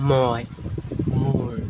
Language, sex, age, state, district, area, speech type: Assamese, male, 18-30, Assam, Jorhat, urban, read